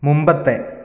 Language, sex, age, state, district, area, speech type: Malayalam, male, 18-30, Kerala, Kottayam, rural, read